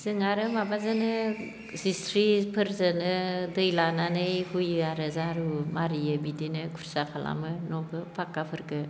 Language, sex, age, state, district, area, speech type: Bodo, female, 45-60, Assam, Baksa, rural, spontaneous